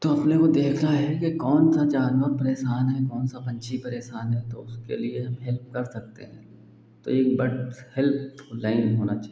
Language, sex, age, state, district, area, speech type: Hindi, male, 45-60, Uttar Pradesh, Lucknow, rural, spontaneous